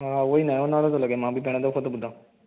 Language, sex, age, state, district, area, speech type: Sindhi, male, 18-30, Maharashtra, Thane, urban, conversation